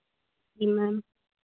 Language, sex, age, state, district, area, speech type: Hindi, female, 18-30, Uttar Pradesh, Chandauli, urban, conversation